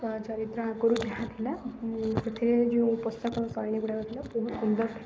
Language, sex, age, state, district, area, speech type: Odia, female, 18-30, Odisha, Rayagada, rural, spontaneous